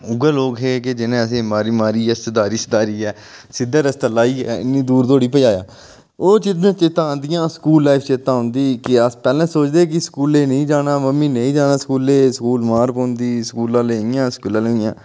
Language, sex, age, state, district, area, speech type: Dogri, male, 30-45, Jammu and Kashmir, Udhampur, rural, spontaneous